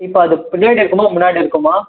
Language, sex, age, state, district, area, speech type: Tamil, male, 18-30, Tamil Nadu, Krishnagiri, rural, conversation